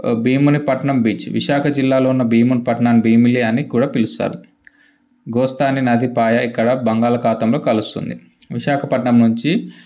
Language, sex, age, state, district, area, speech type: Telugu, male, 18-30, Telangana, Ranga Reddy, urban, spontaneous